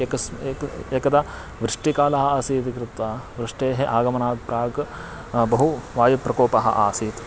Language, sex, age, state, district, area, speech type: Sanskrit, male, 18-30, Karnataka, Uttara Kannada, rural, spontaneous